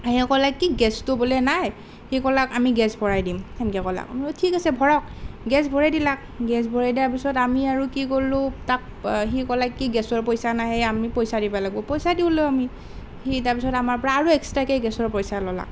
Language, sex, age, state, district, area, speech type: Assamese, female, 18-30, Assam, Nalbari, rural, spontaneous